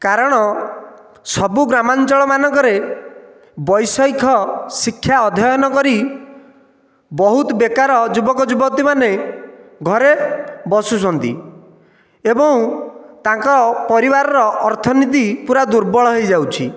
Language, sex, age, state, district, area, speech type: Odia, male, 30-45, Odisha, Nayagarh, rural, spontaneous